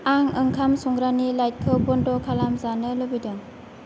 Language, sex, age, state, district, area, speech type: Bodo, female, 18-30, Assam, Chirang, rural, read